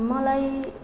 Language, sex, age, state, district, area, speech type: Nepali, female, 30-45, West Bengal, Alipurduar, urban, spontaneous